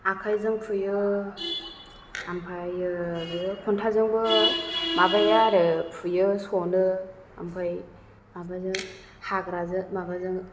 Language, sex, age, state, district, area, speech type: Bodo, female, 30-45, Assam, Chirang, urban, spontaneous